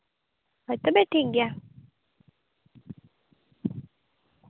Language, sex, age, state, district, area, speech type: Santali, female, 18-30, Jharkhand, Seraikela Kharsawan, rural, conversation